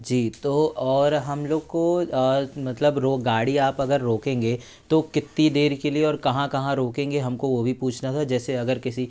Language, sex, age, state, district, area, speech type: Hindi, male, 18-30, Madhya Pradesh, Jabalpur, urban, spontaneous